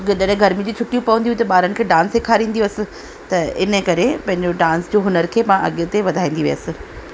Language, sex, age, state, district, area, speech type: Sindhi, female, 45-60, Rajasthan, Ajmer, rural, spontaneous